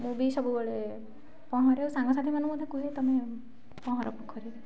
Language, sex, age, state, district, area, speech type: Odia, female, 45-60, Odisha, Nayagarh, rural, spontaneous